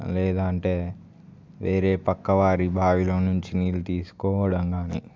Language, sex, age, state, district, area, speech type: Telugu, male, 18-30, Telangana, Nirmal, rural, spontaneous